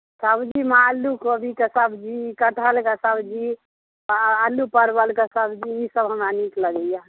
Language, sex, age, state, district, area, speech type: Maithili, female, 18-30, Bihar, Madhubani, rural, conversation